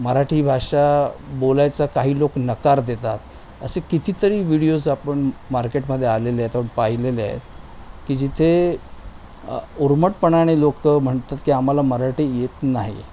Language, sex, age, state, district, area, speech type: Marathi, male, 45-60, Maharashtra, Mumbai Suburban, urban, spontaneous